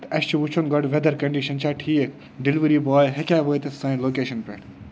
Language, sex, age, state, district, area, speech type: Kashmiri, male, 30-45, Jammu and Kashmir, Kupwara, rural, spontaneous